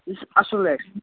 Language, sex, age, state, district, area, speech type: Kashmiri, male, 18-30, Jammu and Kashmir, Shopian, rural, conversation